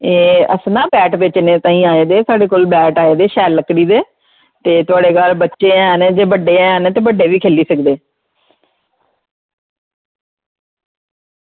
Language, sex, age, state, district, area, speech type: Dogri, female, 45-60, Jammu and Kashmir, Samba, rural, conversation